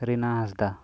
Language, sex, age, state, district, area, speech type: Santali, male, 30-45, West Bengal, Birbhum, rural, spontaneous